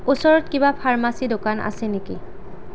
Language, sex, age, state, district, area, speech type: Assamese, female, 18-30, Assam, Nalbari, rural, read